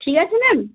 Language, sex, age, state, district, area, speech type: Bengali, female, 18-30, West Bengal, North 24 Parganas, rural, conversation